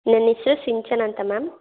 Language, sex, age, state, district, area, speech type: Kannada, female, 18-30, Karnataka, Hassan, urban, conversation